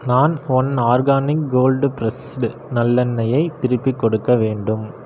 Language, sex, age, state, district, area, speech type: Tamil, male, 18-30, Tamil Nadu, Erode, rural, read